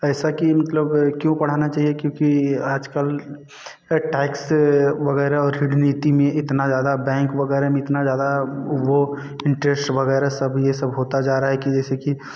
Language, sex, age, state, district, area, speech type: Hindi, male, 18-30, Uttar Pradesh, Jaunpur, urban, spontaneous